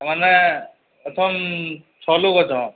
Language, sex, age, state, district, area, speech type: Odia, male, 45-60, Odisha, Nuapada, urban, conversation